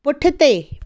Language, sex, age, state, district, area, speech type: Sindhi, female, 30-45, Gujarat, Junagadh, rural, read